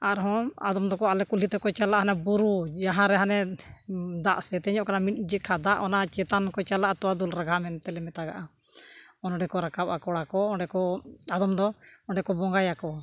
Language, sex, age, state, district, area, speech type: Santali, female, 60+, Odisha, Mayurbhanj, rural, spontaneous